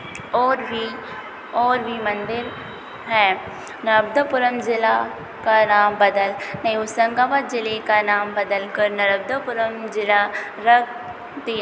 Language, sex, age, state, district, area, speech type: Hindi, female, 30-45, Madhya Pradesh, Hoshangabad, rural, spontaneous